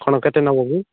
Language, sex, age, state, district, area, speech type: Odia, male, 18-30, Odisha, Koraput, urban, conversation